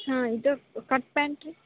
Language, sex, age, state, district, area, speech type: Kannada, female, 18-30, Karnataka, Gadag, urban, conversation